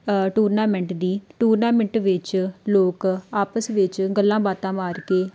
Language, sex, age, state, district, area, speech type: Punjabi, female, 18-30, Punjab, Tarn Taran, rural, spontaneous